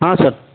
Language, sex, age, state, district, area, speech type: Kannada, male, 30-45, Karnataka, Bidar, urban, conversation